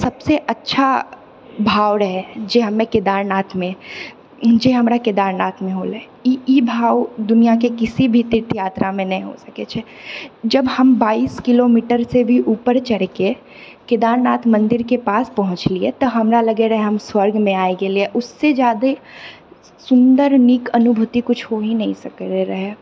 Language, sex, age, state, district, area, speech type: Maithili, female, 30-45, Bihar, Purnia, urban, spontaneous